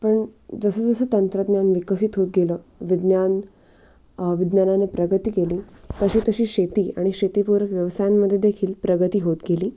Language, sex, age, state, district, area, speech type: Marathi, female, 18-30, Maharashtra, Nashik, urban, spontaneous